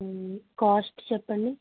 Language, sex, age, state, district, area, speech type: Telugu, female, 30-45, Andhra Pradesh, Anakapalli, urban, conversation